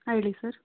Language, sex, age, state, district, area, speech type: Kannada, female, 18-30, Karnataka, Davanagere, rural, conversation